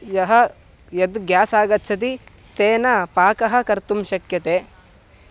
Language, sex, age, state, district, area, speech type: Sanskrit, male, 18-30, Karnataka, Mysore, rural, spontaneous